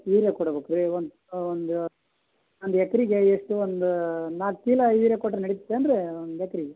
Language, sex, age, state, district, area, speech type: Kannada, male, 60+, Karnataka, Vijayanagara, rural, conversation